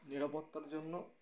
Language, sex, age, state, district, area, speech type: Bengali, male, 18-30, West Bengal, Uttar Dinajpur, urban, spontaneous